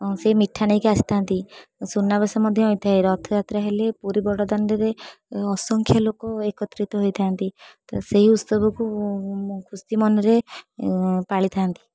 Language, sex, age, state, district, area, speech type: Odia, female, 18-30, Odisha, Puri, urban, spontaneous